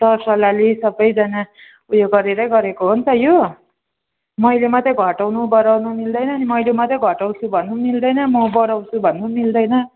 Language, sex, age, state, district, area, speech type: Nepali, female, 30-45, West Bengal, Jalpaiguri, rural, conversation